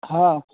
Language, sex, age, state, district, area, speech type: Maithili, female, 60+, Bihar, Madhubani, rural, conversation